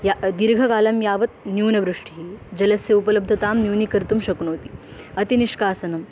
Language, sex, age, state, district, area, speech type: Sanskrit, female, 18-30, Maharashtra, Beed, rural, spontaneous